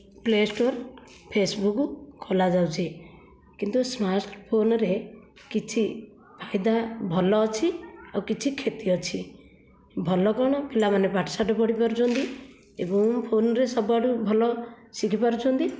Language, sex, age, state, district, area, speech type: Odia, female, 45-60, Odisha, Nayagarh, rural, spontaneous